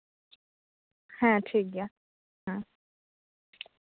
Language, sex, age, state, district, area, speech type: Santali, female, 18-30, West Bengal, Malda, rural, conversation